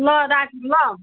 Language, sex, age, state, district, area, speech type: Nepali, female, 45-60, West Bengal, Jalpaiguri, rural, conversation